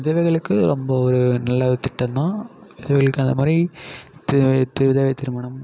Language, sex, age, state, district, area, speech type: Tamil, male, 18-30, Tamil Nadu, Thanjavur, rural, spontaneous